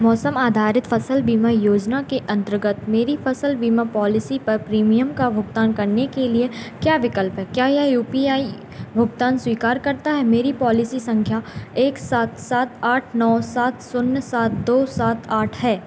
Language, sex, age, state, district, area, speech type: Hindi, female, 18-30, Madhya Pradesh, Narsinghpur, rural, read